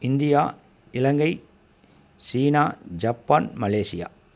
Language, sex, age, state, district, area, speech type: Tamil, male, 45-60, Tamil Nadu, Coimbatore, rural, spontaneous